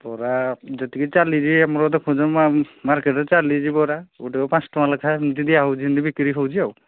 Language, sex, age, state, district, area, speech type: Odia, male, 45-60, Odisha, Angul, rural, conversation